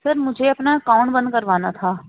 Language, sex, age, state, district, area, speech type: Urdu, female, 30-45, Delhi, East Delhi, urban, conversation